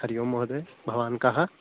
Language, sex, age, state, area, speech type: Sanskrit, male, 18-30, Uttarakhand, urban, conversation